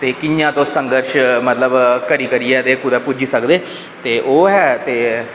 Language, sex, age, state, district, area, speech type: Dogri, male, 18-30, Jammu and Kashmir, Reasi, rural, spontaneous